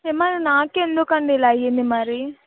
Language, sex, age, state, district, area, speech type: Telugu, female, 18-30, Telangana, Vikarabad, urban, conversation